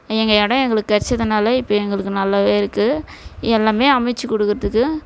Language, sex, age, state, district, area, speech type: Tamil, female, 45-60, Tamil Nadu, Tiruvannamalai, rural, spontaneous